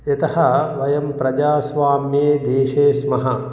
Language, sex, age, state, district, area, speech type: Sanskrit, male, 45-60, Telangana, Mahbubnagar, rural, spontaneous